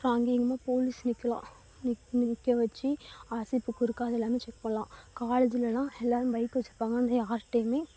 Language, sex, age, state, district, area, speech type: Tamil, female, 18-30, Tamil Nadu, Thoothukudi, rural, spontaneous